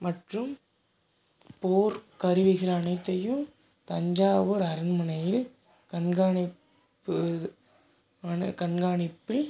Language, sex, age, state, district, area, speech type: Tamil, male, 18-30, Tamil Nadu, Tiruvarur, rural, spontaneous